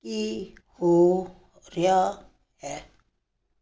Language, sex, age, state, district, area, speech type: Punjabi, female, 60+, Punjab, Fazilka, rural, read